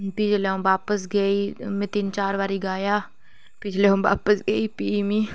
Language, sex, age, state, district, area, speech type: Dogri, female, 18-30, Jammu and Kashmir, Reasi, rural, spontaneous